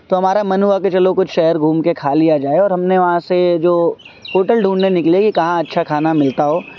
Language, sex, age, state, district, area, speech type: Urdu, male, 18-30, Delhi, Central Delhi, urban, spontaneous